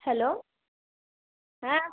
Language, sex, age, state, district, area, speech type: Bengali, female, 18-30, West Bengal, Malda, urban, conversation